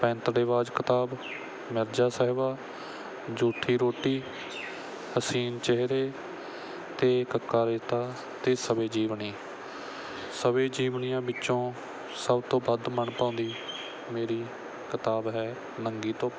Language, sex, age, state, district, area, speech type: Punjabi, male, 18-30, Punjab, Bathinda, rural, spontaneous